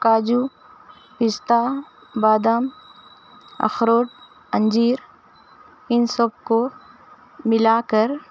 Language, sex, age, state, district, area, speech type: Urdu, female, 30-45, Telangana, Hyderabad, urban, spontaneous